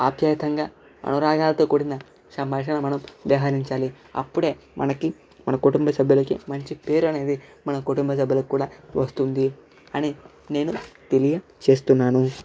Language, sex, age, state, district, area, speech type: Telugu, male, 60+, Andhra Pradesh, Chittoor, rural, spontaneous